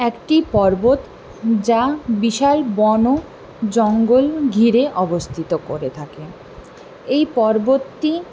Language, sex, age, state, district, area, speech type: Bengali, female, 18-30, West Bengal, Purulia, urban, spontaneous